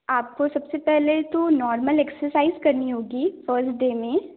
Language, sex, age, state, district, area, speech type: Hindi, female, 18-30, Madhya Pradesh, Balaghat, rural, conversation